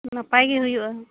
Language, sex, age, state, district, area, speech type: Santali, female, 30-45, West Bengal, Birbhum, rural, conversation